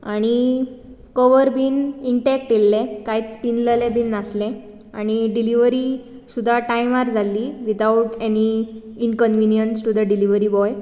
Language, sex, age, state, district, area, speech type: Goan Konkani, female, 18-30, Goa, Bardez, urban, spontaneous